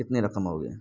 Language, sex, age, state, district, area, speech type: Urdu, male, 18-30, Bihar, Purnia, rural, spontaneous